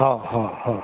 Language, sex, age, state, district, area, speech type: Sindhi, male, 60+, Delhi, South Delhi, rural, conversation